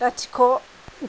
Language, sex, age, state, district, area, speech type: Bodo, female, 30-45, Assam, Chirang, rural, read